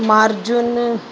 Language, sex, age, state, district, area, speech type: Sindhi, female, 45-60, Uttar Pradesh, Lucknow, rural, spontaneous